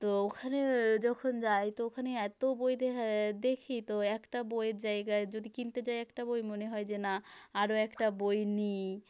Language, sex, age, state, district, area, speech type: Bengali, female, 18-30, West Bengal, South 24 Parganas, rural, spontaneous